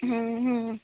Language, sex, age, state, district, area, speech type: Marathi, female, 30-45, Maharashtra, Nagpur, rural, conversation